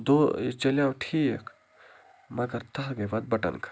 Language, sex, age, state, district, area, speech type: Kashmiri, male, 30-45, Jammu and Kashmir, Baramulla, rural, spontaneous